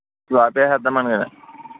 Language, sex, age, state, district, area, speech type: Telugu, male, 60+, Andhra Pradesh, East Godavari, rural, conversation